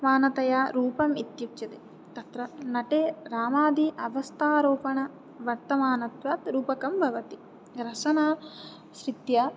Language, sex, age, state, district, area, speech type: Sanskrit, female, 18-30, Odisha, Jajpur, rural, spontaneous